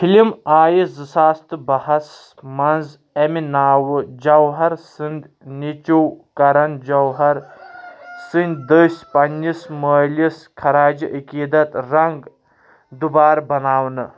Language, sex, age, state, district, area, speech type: Kashmiri, male, 45-60, Jammu and Kashmir, Kulgam, rural, read